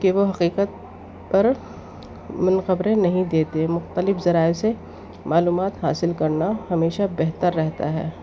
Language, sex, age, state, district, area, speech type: Urdu, female, 30-45, Delhi, East Delhi, urban, spontaneous